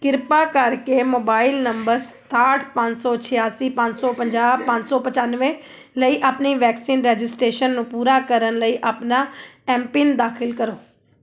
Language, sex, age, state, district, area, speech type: Punjabi, female, 30-45, Punjab, Amritsar, urban, read